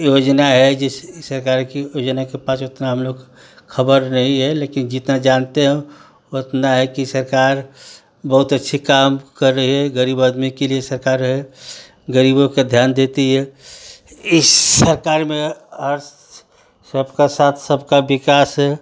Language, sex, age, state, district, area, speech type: Hindi, male, 45-60, Uttar Pradesh, Ghazipur, rural, spontaneous